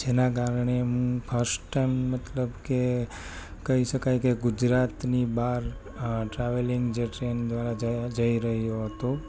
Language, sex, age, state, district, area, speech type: Gujarati, male, 30-45, Gujarat, Rajkot, rural, spontaneous